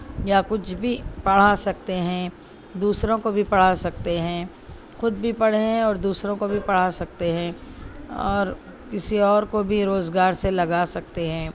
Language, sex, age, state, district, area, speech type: Urdu, female, 30-45, Telangana, Hyderabad, urban, spontaneous